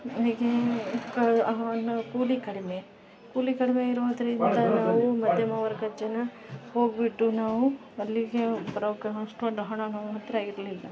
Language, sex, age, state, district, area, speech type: Kannada, female, 30-45, Karnataka, Vijayanagara, rural, spontaneous